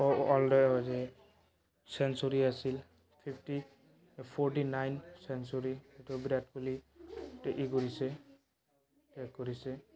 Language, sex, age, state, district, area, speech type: Assamese, male, 18-30, Assam, Barpeta, rural, spontaneous